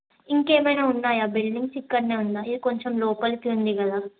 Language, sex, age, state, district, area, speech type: Telugu, female, 18-30, Telangana, Yadadri Bhuvanagiri, urban, conversation